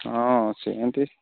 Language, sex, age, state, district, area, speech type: Odia, male, 18-30, Odisha, Jagatsinghpur, rural, conversation